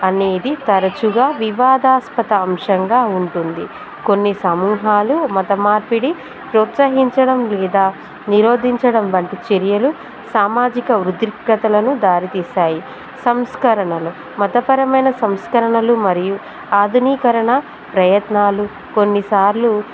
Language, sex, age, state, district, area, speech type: Telugu, female, 30-45, Telangana, Hanamkonda, urban, spontaneous